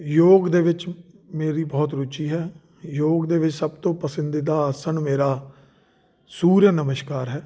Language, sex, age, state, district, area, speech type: Punjabi, male, 30-45, Punjab, Jalandhar, urban, spontaneous